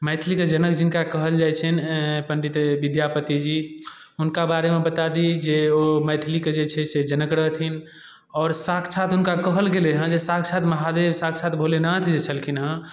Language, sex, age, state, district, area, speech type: Maithili, male, 18-30, Bihar, Darbhanga, rural, spontaneous